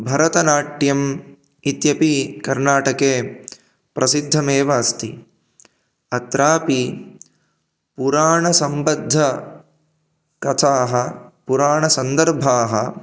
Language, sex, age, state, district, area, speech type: Sanskrit, male, 18-30, Karnataka, Chikkamagaluru, rural, spontaneous